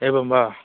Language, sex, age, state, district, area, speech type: Sanskrit, male, 18-30, West Bengal, Cooch Behar, rural, conversation